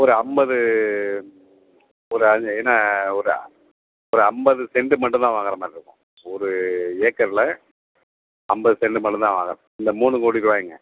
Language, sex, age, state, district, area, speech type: Tamil, male, 45-60, Tamil Nadu, Perambalur, urban, conversation